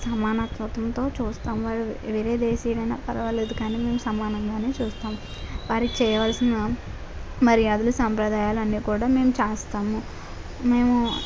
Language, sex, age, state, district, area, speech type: Telugu, female, 45-60, Andhra Pradesh, Kakinada, rural, spontaneous